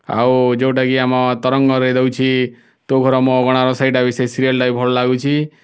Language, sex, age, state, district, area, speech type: Odia, male, 30-45, Odisha, Kalahandi, rural, spontaneous